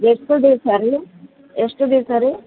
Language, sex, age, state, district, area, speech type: Kannada, female, 60+, Karnataka, Bellary, rural, conversation